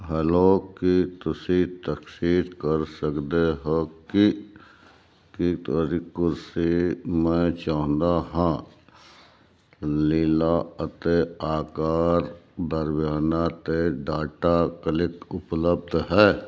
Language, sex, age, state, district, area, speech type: Punjabi, male, 60+, Punjab, Fazilka, rural, read